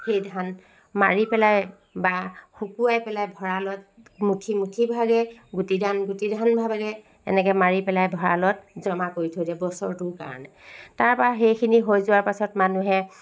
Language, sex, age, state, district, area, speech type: Assamese, female, 45-60, Assam, Sivasagar, rural, spontaneous